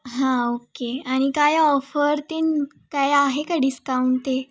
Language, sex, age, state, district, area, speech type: Marathi, female, 18-30, Maharashtra, Sangli, urban, spontaneous